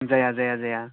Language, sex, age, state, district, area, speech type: Bodo, male, 18-30, Assam, Kokrajhar, rural, conversation